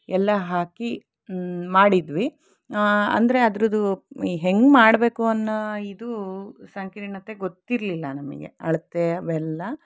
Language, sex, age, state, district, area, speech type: Kannada, female, 45-60, Karnataka, Shimoga, urban, spontaneous